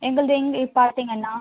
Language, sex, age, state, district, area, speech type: Tamil, female, 30-45, Tamil Nadu, Chennai, urban, conversation